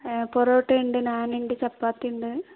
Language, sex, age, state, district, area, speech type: Malayalam, female, 18-30, Kerala, Kozhikode, urban, conversation